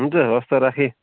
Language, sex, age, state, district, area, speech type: Nepali, male, 45-60, West Bengal, Darjeeling, rural, conversation